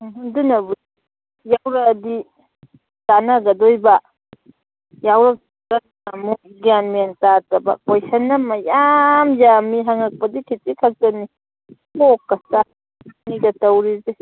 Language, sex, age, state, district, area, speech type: Manipuri, female, 45-60, Manipur, Kangpokpi, urban, conversation